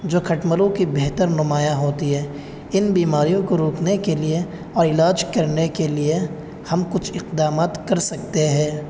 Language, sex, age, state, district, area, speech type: Urdu, male, 18-30, Delhi, North West Delhi, urban, spontaneous